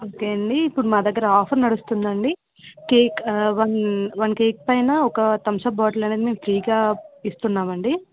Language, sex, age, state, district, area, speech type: Telugu, female, 18-30, Telangana, Mancherial, rural, conversation